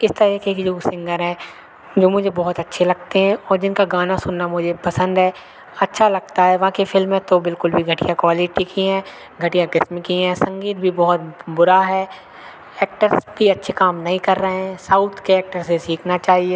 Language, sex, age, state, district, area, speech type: Hindi, male, 30-45, Madhya Pradesh, Hoshangabad, rural, spontaneous